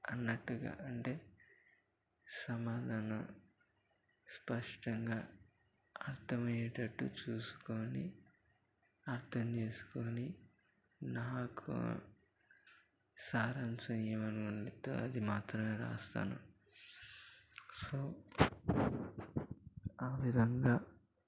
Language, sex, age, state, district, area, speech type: Telugu, male, 18-30, Andhra Pradesh, Eluru, urban, spontaneous